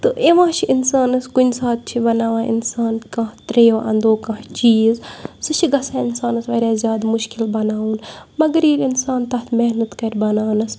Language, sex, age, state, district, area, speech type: Kashmiri, female, 30-45, Jammu and Kashmir, Bandipora, rural, spontaneous